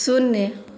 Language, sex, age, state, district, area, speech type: Hindi, female, 18-30, Uttar Pradesh, Chandauli, rural, read